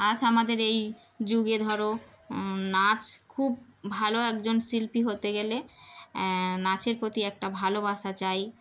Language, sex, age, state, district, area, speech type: Bengali, female, 30-45, West Bengal, Darjeeling, urban, spontaneous